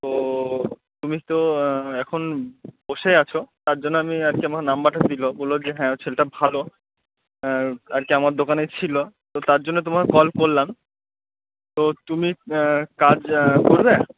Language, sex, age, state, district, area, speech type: Bengali, male, 18-30, West Bengal, Murshidabad, urban, conversation